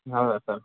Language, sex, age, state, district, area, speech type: Kannada, male, 30-45, Karnataka, Belgaum, rural, conversation